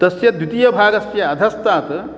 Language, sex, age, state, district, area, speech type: Sanskrit, male, 60+, Karnataka, Uttara Kannada, rural, spontaneous